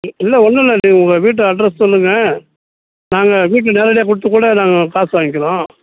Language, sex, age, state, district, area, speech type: Tamil, male, 60+, Tamil Nadu, Salem, urban, conversation